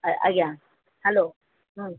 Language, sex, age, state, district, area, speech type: Odia, female, 45-60, Odisha, Sundergarh, rural, conversation